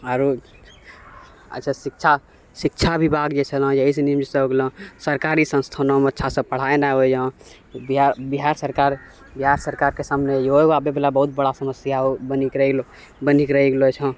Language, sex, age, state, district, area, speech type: Maithili, male, 30-45, Bihar, Purnia, urban, spontaneous